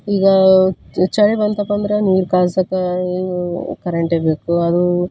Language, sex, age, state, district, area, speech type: Kannada, female, 30-45, Karnataka, Koppal, rural, spontaneous